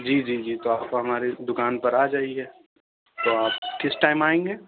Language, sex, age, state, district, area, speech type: Urdu, male, 18-30, Uttar Pradesh, Lucknow, urban, conversation